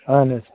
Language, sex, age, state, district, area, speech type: Kashmiri, male, 30-45, Jammu and Kashmir, Bandipora, rural, conversation